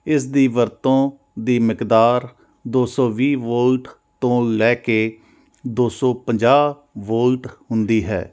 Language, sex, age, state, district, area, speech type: Punjabi, male, 45-60, Punjab, Jalandhar, urban, spontaneous